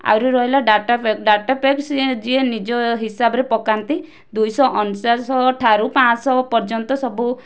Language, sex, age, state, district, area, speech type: Odia, female, 18-30, Odisha, Kandhamal, rural, spontaneous